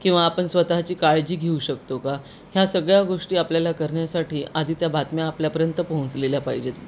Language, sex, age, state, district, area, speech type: Marathi, female, 30-45, Maharashtra, Nanded, urban, spontaneous